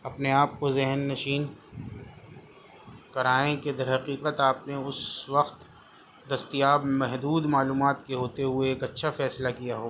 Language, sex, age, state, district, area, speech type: Urdu, male, 30-45, Delhi, East Delhi, urban, read